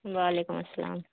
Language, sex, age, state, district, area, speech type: Urdu, female, 18-30, Bihar, Khagaria, rural, conversation